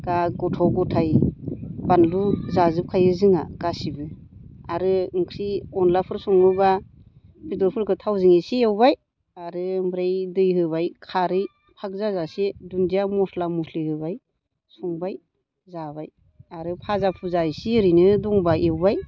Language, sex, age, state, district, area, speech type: Bodo, female, 45-60, Assam, Baksa, rural, spontaneous